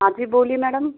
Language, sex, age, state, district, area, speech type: Hindi, female, 30-45, Rajasthan, Karauli, rural, conversation